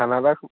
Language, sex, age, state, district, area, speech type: Assamese, male, 18-30, Assam, Lakhimpur, urban, conversation